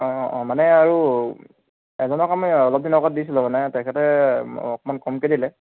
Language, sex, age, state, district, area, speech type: Assamese, male, 18-30, Assam, Golaghat, rural, conversation